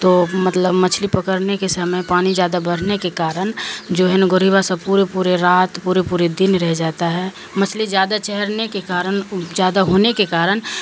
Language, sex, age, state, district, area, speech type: Urdu, female, 45-60, Bihar, Darbhanga, rural, spontaneous